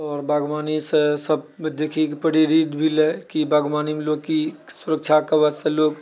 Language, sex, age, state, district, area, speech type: Maithili, male, 60+, Bihar, Purnia, rural, spontaneous